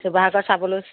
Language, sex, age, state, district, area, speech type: Assamese, female, 30-45, Assam, Sivasagar, rural, conversation